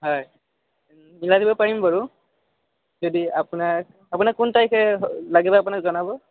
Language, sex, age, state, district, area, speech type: Assamese, male, 18-30, Assam, Sonitpur, rural, conversation